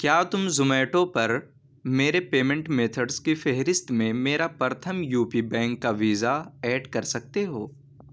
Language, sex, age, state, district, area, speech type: Urdu, male, 18-30, Uttar Pradesh, Ghaziabad, urban, read